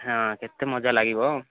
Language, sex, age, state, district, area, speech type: Odia, male, 18-30, Odisha, Nabarangpur, urban, conversation